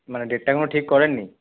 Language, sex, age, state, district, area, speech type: Bengali, male, 30-45, West Bengal, Paschim Bardhaman, urban, conversation